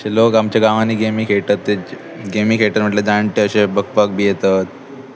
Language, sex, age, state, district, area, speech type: Goan Konkani, male, 18-30, Goa, Pernem, rural, spontaneous